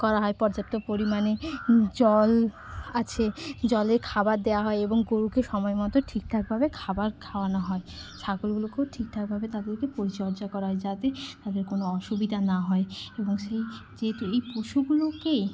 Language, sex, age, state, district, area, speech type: Bengali, female, 18-30, West Bengal, Bankura, urban, spontaneous